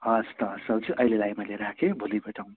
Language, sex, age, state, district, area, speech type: Nepali, male, 30-45, West Bengal, Darjeeling, rural, conversation